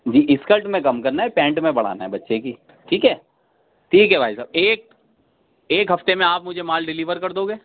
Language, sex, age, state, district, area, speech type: Urdu, male, 30-45, Delhi, Central Delhi, urban, conversation